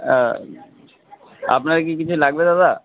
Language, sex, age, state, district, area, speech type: Bengali, male, 18-30, West Bengal, Darjeeling, urban, conversation